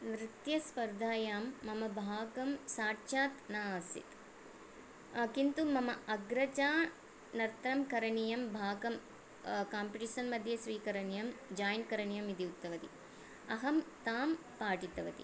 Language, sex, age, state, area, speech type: Sanskrit, female, 30-45, Tamil Nadu, urban, spontaneous